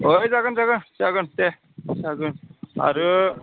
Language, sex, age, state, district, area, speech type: Bodo, male, 45-60, Assam, Udalguri, rural, conversation